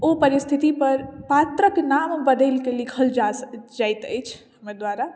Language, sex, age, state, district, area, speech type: Maithili, female, 60+, Bihar, Madhubani, rural, spontaneous